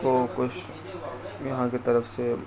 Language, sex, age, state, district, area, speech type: Urdu, male, 45-60, Bihar, Supaul, rural, spontaneous